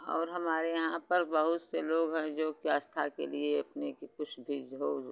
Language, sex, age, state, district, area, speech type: Hindi, female, 60+, Uttar Pradesh, Chandauli, rural, spontaneous